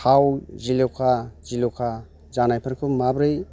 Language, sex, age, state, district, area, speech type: Bodo, male, 45-60, Assam, Chirang, rural, spontaneous